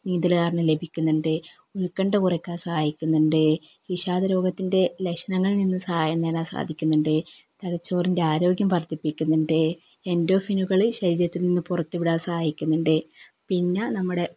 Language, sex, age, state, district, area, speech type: Malayalam, female, 18-30, Kerala, Kannur, rural, spontaneous